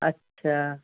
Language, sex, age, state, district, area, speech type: Urdu, female, 60+, Delhi, North East Delhi, urban, conversation